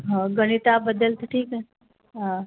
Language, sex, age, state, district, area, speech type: Marathi, female, 30-45, Maharashtra, Nagpur, urban, conversation